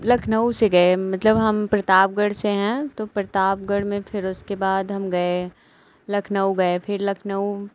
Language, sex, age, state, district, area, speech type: Hindi, female, 18-30, Uttar Pradesh, Pratapgarh, rural, spontaneous